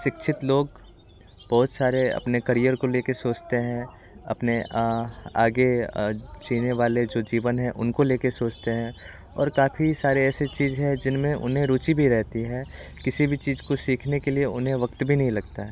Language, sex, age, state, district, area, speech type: Hindi, male, 18-30, Bihar, Muzaffarpur, urban, spontaneous